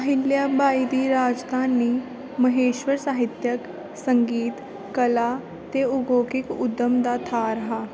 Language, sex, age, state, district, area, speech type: Dogri, female, 18-30, Jammu and Kashmir, Kathua, rural, read